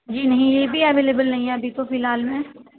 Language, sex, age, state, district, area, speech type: Urdu, female, 18-30, Uttar Pradesh, Gautam Buddha Nagar, rural, conversation